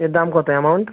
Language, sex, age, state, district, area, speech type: Bengali, male, 18-30, West Bengal, South 24 Parganas, rural, conversation